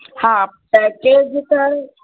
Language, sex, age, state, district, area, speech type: Sindhi, female, 60+, Uttar Pradesh, Lucknow, rural, conversation